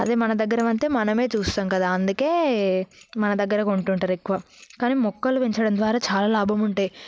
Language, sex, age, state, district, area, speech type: Telugu, female, 18-30, Telangana, Yadadri Bhuvanagiri, rural, spontaneous